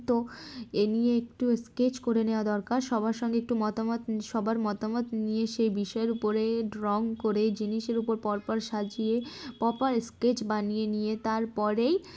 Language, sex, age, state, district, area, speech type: Bengali, female, 18-30, West Bengal, Darjeeling, urban, spontaneous